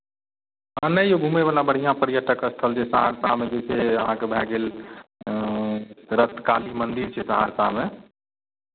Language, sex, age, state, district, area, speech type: Maithili, male, 45-60, Bihar, Madhepura, rural, conversation